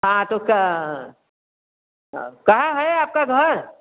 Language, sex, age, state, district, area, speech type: Hindi, female, 60+, Uttar Pradesh, Varanasi, rural, conversation